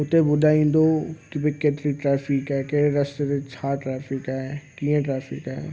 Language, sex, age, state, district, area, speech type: Sindhi, male, 18-30, Gujarat, Kutch, rural, spontaneous